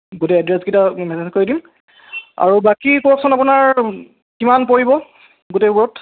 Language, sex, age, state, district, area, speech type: Assamese, male, 18-30, Assam, Charaideo, urban, conversation